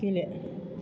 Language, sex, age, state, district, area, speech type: Bodo, female, 60+, Assam, Chirang, rural, read